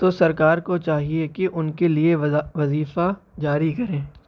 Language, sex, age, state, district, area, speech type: Urdu, male, 18-30, Uttar Pradesh, Shahjahanpur, rural, spontaneous